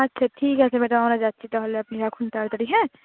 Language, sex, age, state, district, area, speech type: Bengali, female, 18-30, West Bengal, Purba Medinipur, rural, conversation